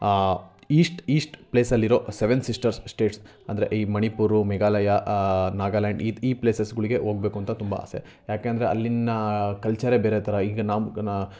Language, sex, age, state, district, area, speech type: Kannada, male, 18-30, Karnataka, Chitradurga, rural, spontaneous